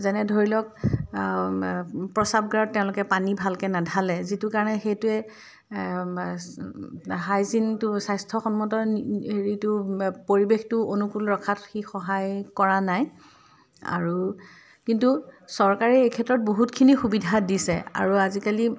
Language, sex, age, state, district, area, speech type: Assamese, female, 45-60, Assam, Dibrugarh, rural, spontaneous